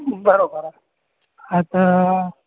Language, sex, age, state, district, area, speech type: Sindhi, male, 30-45, Gujarat, Junagadh, urban, conversation